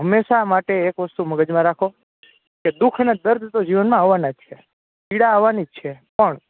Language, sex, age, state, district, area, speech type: Gujarati, male, 18-30, Gujarat, Rajkot, urban, conversation